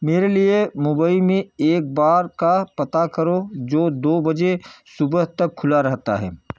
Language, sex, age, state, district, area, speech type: Hindi, male, 60+, Uttar Pradesh, Jaunpur, urban, read